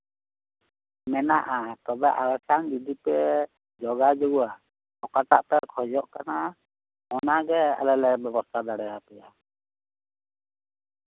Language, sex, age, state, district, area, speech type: Santali, male, 60+, West Bengal, Bankura, rural, conversation